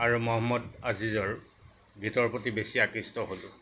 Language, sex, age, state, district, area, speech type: Assamese, male, 60+, Assam, Nagaon, rural, spontaneous